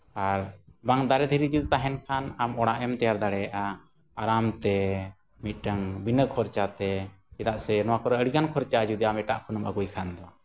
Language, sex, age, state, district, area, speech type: Santali, male, 18-30, Jharkhand, East Singhbhum, rural, spontaneous